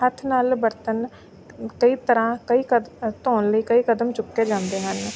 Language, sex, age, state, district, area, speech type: Punjabi, female, 30-45, Punjab, Mansa, urban, spontaneous